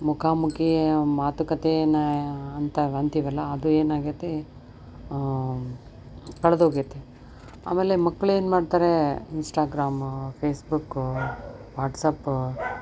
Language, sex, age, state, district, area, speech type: Kannada, female, 30-45, Karnataka, Koppal, rural, spontaneous